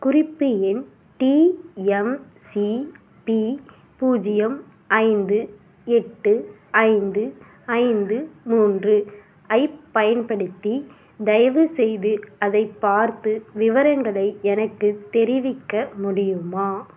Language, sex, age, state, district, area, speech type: Tamil, female, 18-30, Tamil Nadu, Ariyalur, rural, read